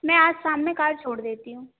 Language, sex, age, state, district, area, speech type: Hindi, female, 18-30, Madhya Pradesh, Chhindwara, urban, conversation